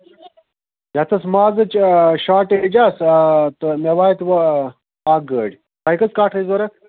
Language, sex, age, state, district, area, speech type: Kashmiri, male, 30-45, Jammu and Kashmir, Budgam, rural, conversation